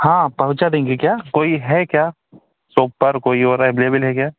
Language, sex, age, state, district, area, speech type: Hindi, male, 18-30, Madhya Pradesh, Bhopal, urban, conversation